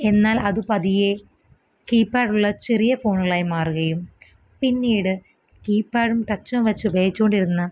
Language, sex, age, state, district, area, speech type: Malayalam, female, 18-30, Kerala, Ernakulam, rural, spontaneous